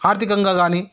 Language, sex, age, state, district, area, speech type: Telugu, male, 30-45, Telangana, Sangareddy, rural, spontaneous